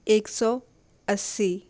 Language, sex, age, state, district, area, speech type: Hindi, female, 18-30, Madhya Pradesh, Bhopal, urban, spontaneous